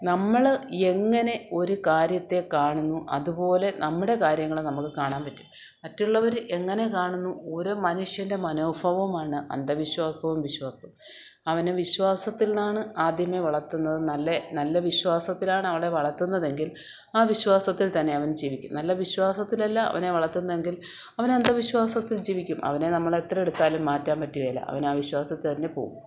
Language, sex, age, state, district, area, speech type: Malayalam, female, 45-60, Kerala, Kottayam, rural, spontaneous